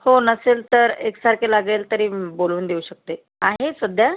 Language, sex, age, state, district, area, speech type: Marathi, female, 30-45, Maharashtra, Yavatmal, rural, conversation